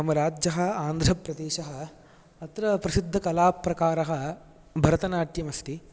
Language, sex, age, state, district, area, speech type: Sanskrit, male, 18-30, Andhra Pradesh, Chittoor, rural, spontaneous